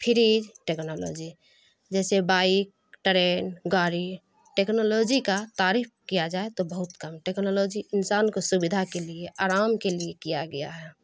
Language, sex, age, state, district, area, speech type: Urdu, female, 30-45, Bihar, Khagaria, rural, spontaneous